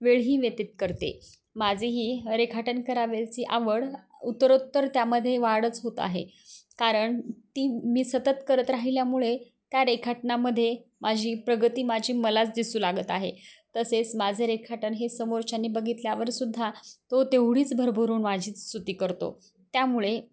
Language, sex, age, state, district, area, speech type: Marathi, female, 30-45, Maharashtra, Osmanabad, rural, spontaneous